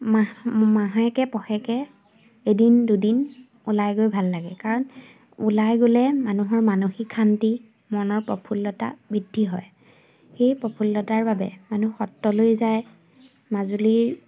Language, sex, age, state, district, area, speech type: Assamese, female, 18-30, Assam, Majuli, urban, spontaneous